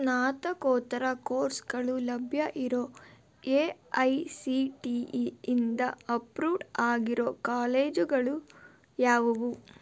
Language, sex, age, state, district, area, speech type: Kannada, female, 18-30, Karnataka, Tumkur, urban, read